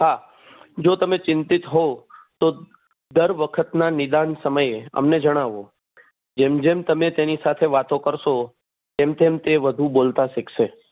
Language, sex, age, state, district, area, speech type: Gujarati, male, 30-45, Gujarat, Kheda, urban, conversation